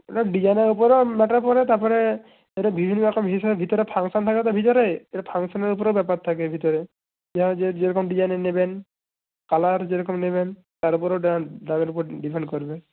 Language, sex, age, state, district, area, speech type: Bengali, male, 18-30, West Bengal, Jalpaiguri, rural, conversation